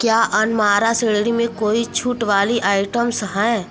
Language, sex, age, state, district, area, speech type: Hindi, female, 30-45, Uttar Pradesh, Mirzapur, rural, read